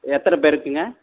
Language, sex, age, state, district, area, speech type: Tamil, male, 45-60, Tamil Nadu, Erode, rural, conversation